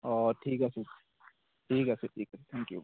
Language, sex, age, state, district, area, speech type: Assamese, male, 18-30, Assam, Nalbari, rural, conversation